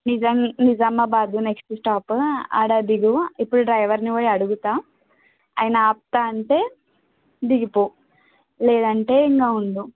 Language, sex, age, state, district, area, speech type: Telugu, female, 18-30, Telangana, Mulugu, rural, conversation